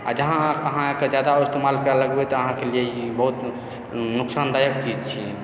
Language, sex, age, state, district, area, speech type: Maithili, male, 18-30, Bihar, Supaul, rural, spontaneous